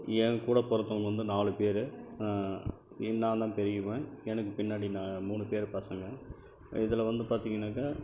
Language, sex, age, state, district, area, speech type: Tamil, male, 45-60, Tamil Nadu, Krishnagiri, rural, spontaneous